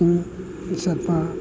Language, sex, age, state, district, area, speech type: Manipuri, male, 60+, Manipur, Kakching, rural, spontaneous